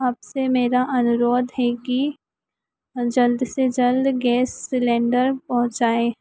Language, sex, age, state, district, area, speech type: Hindi, female, 18-30, Madhya Pradesh, Harda, urban, spontaneous